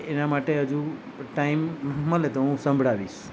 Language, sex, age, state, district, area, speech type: Gujarati, male, 45-60, Gujarat, Valsad, rural, spontaneous